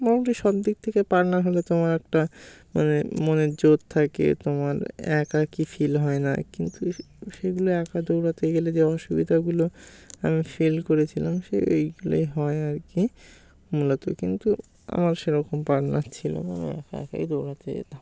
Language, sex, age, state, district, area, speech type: Bengali, male, 18-30, West Bengal, Birbhum, urban, spontaneous